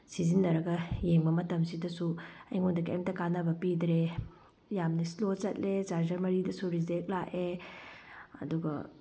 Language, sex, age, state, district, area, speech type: Manipuri, female, 30-45, Manipur, Tengnoupal, rural, spontaneous